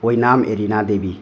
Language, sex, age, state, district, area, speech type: Manipuri, male, 45-60, Manipur, Imphal West, rural, spontaneous